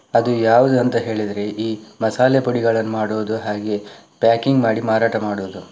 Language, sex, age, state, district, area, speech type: Kannada, male, 18-30, Karnataka, Shimoga, rural, spontaneous